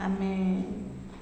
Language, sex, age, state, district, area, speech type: Odia, female, 45-60, Odisha, Ganjam, urban, spontaneous